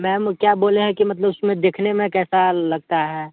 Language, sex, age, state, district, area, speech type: Hindi, male, 18-30, Bihar, Muzaffarpur, urban, conversation